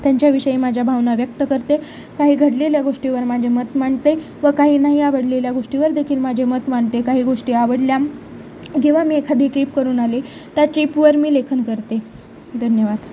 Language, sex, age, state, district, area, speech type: Marathi, female, 18-30, Maharashtra, Osmanabad, rural, spontaneous